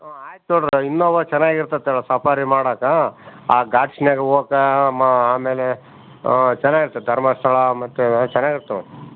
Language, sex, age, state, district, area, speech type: Kannada, male, 45-60, Karnataka, Bellary, rural, conversation